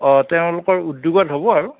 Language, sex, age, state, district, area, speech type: Assamese, male, 60+, Assam, Darrang, rural, conversation